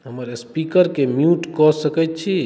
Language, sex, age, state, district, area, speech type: Maithili, male, 30-45, Bihar, Madhubani, rural, read